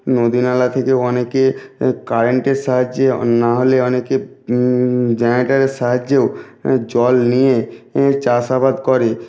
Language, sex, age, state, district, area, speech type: Bengali, male, 60+, West Bengal, Jhargram, rural, spontaneous